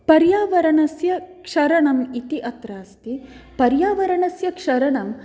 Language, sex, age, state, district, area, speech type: Sanskrit, female, 18-30, Karnataka, Dakshina Kannada, rural, spontaneous